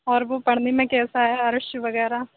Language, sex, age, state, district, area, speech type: Urdu, female, 18-30, Uttar Pradesh, Aligarh, urban, conversation